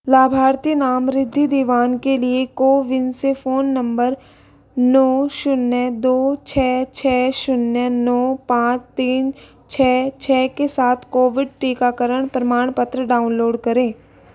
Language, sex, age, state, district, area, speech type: Hindi, female, 18-30, Rajasthan, Jaipur, urban, read